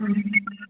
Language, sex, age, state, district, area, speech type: Kannada, female, 18-30, Karnataka, Hassan, urban, conversation